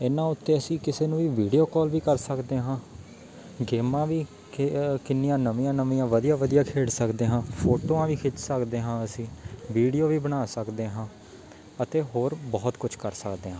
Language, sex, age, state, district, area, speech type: Punjabi, male, 18-30, Punjab, Patiala, urban, spontaneous